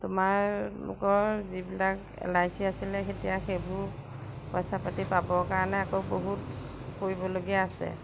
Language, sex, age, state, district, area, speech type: Assamese, female, 45-60, Assam, Majuli, rural, spontaneous